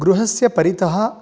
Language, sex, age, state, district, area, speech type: Sanskrit, male, 45-60, Karnataka, Davanagere, rural, spontaneous